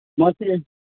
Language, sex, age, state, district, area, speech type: Maithili, male, 18-30, Bihar, Muzaffarpur, rural, conversation